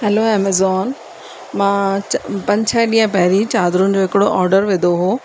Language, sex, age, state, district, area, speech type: Sindhi, female, 30-45, Rajasthan, Ajmer, urban, spontaneous